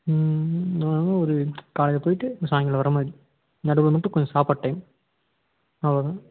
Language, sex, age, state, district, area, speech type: Tamil, male, 18-30, Tamil Nadu, Tiruppur, rural, conversation